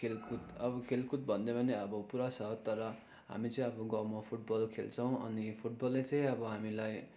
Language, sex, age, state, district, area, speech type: Nepali, male, 30-45, West Bengal, Darjeeling, rural, spontaneous